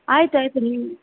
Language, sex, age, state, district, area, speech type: Kannada, female, 30-45, Karnataka, Bellary, rural, conversation